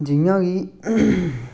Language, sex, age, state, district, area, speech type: Dogri, male, 18-30, Jammu and Kashmir, Samba, rural, spontaneous